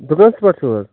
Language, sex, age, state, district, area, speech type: Kashmiri, male, 45-60, Jammu and Kashmir, Baramulla, rural, conversation